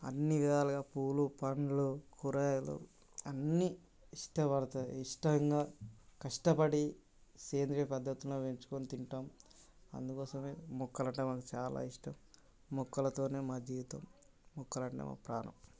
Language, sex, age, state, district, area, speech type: Telugu, male, 18-30, Telangana, Mancherial, rural, spontaneous